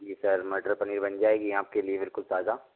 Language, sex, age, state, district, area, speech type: Hindi, male, 18-30, Rajasthan, Karauli, rural, conversation